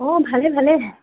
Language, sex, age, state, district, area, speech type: Assamese, female, 18-30, Assam, Jorhat, urban, conversation